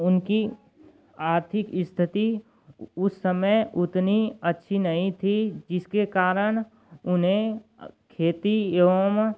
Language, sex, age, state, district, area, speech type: Hindi, male, 18-30, Uttar Pradesh, Ghazipur, rural, spontaneous